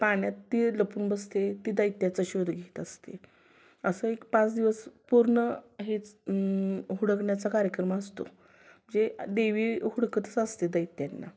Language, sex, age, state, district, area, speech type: Marathi, female, 30-45, Maharashtra, Sangli, rural, spontaneous